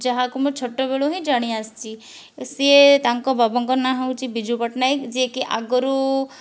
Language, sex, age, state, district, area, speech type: Odia, female, 45-60, Odisha, Kandhamal, rural, spontaneous